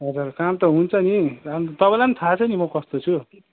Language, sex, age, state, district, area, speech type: Nepali, male, 18-30, West Bengal, Kalimpong, rural, conversation